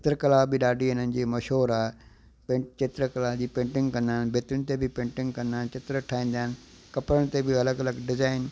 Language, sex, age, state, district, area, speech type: Sindhi, male, 60+, Gujarat, Kutch, urban, spontaneous